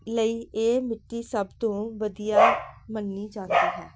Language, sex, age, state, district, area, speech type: Punjabi, female, 45-60, Punjab, Hoshiarpur, rural, spontaneous